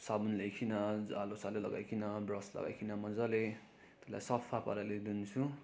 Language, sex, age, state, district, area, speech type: Nepali, male, 30-45, West Bengal, Darjeeling, rural, spontaneous